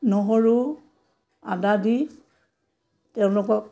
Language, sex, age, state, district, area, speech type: Assamese, female, 60+, Assam, Biswanath, rural, spontaneous